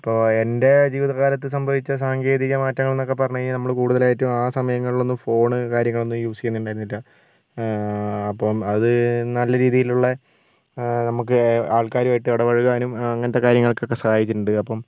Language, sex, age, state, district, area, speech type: Malayalam, male, 18-30, Kerala, Wayanad, rural, spontaneous